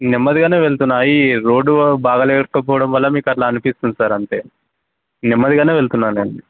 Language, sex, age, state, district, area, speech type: Telugu, male, 18-30, Telangana, Mancherial, rural, conversation